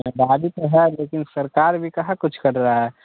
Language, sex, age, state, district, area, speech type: Hindi, male, 18-30, Bihar, Muzaffarpur, rural, conversation